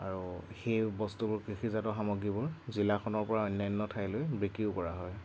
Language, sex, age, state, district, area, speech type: Assamese, male, 18-30, Assam, Lakhimpur, rural, spontaneous